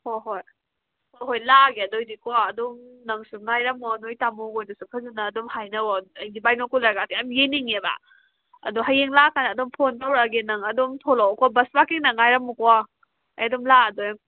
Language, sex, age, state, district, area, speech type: Manipuri, female, 18-30, Manipur, Kakching, rural, conversation